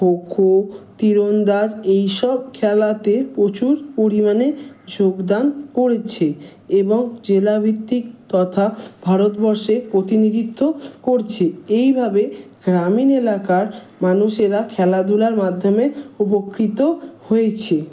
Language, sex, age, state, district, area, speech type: Bengali, male, 18-30, West Bengal, Howrah, urban, spontaneous